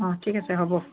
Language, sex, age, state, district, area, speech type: Assamese, female, 60+, Assam, Golaghat, urban, conversation